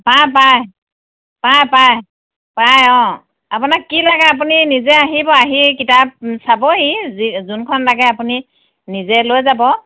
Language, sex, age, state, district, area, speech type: Assamese, female, 45-60, Assam, Jorhat, urban, conversation